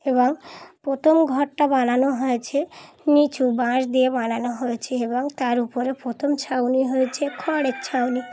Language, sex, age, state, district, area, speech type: Bengali, female, 30-45, West Bengal, Dakshin Dinajpur, urban, spontaneous